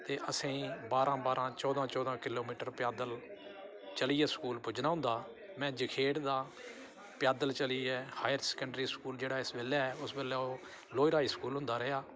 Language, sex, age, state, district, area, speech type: Dogri, male, 60+, Jammu and Kashmir, Udhampur, rural, spontaneous